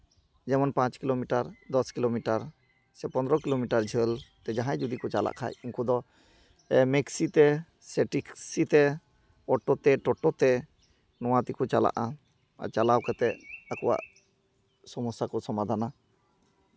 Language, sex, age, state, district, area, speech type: Santali, male, 30-45, West Bengal, Malda, rural, spontaneous